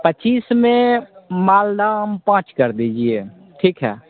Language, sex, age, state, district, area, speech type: Hindi, male, 30-45, Bihar, Begusarai, rural, conversation